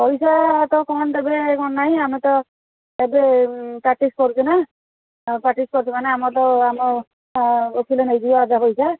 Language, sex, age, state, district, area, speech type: Odia, female, 45-60, Odisha, Rayagada, rural, conversation